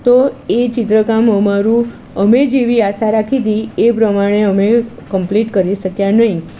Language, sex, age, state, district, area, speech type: Gujarati, female, 45-60, Gujarat, Kheda, rural, spontaneous